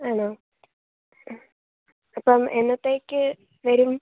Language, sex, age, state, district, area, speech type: Malayalam, female, 18-30, Kerala, Alappuzha, rural, conversation